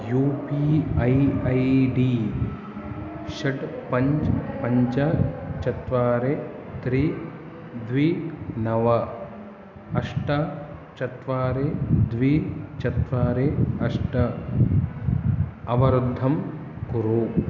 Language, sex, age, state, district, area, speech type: Sanskrit, male, 18-30, Karnataka, Uttara Kannada, rural, read